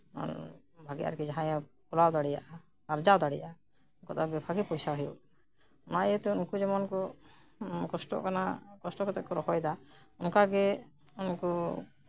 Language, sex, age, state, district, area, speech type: Santali, female, 60+, West Bengal, Bankura, rural, spontaneous